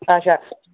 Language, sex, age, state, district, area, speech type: Kashmiri, female, 18-30, Jammu and Kashmir, Baramulla, rural, conversation